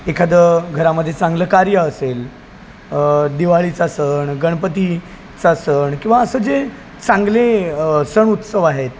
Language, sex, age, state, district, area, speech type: Marathi, male, 30-45, Maharashtra, Palghar, rural, spontaneous